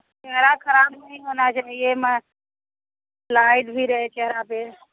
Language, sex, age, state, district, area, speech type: Hindi, female, 30-45, Uttar Pradesh, Bhadohi, rural, conversation